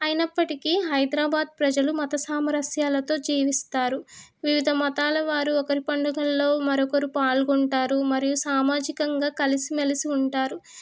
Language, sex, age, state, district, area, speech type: Telugu, female, 30-45, Telangana, Hyderabad, rural, spontaneous